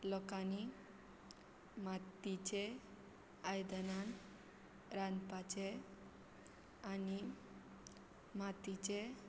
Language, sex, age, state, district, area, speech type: Goan Konkani, female, 18-30, Goa, Quepem, rural, spontaneous